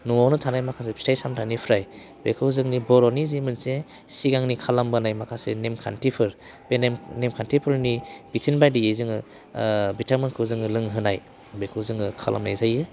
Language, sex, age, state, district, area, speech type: Bodo, male, 30-45, Assam, Udalguri, urban, spontaneous